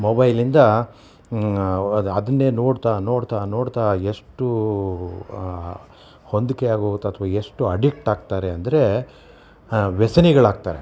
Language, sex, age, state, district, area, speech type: Kannada, male, 60+, Karnataka, Bangalore Urban, urban, spontaneous